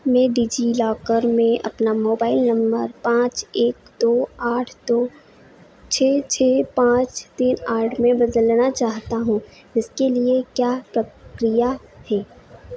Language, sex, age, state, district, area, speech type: Hindi, female, 30-45, Madhya Pradesh, Harda, urban, read